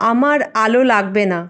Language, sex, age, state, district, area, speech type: Bengali, female, 45-60, West Bengal, Paschim Bardhaman, rural, read